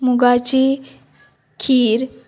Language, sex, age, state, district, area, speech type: Goan Konkani, female, 18-30, Goa, Murmgao, urban, spontaneous